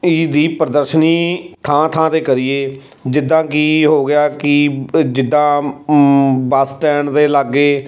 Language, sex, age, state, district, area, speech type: Punjabi, male, 30-45, Punjab, Amritsar, urban, spontaneous